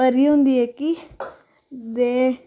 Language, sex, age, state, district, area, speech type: Dogri, female, 18-30, Jammu and Kashmir, Reasi, rural, spontaneous